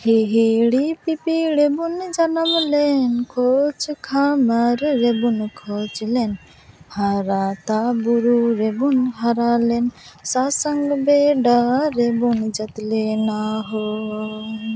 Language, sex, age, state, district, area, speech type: Santali, female, 18-30, West Bengal, Purba Bardhaman, rural, spontaneous